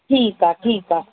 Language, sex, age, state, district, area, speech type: Sindhi, female, 18-30, Maharashtra, Thane, urban, conversation